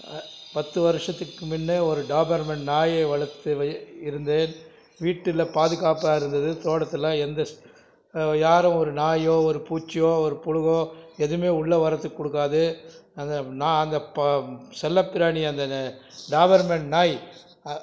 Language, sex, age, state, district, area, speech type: Tamil, male, 60+, Tamil Nadu, Krishnagiri, rural, spontaneous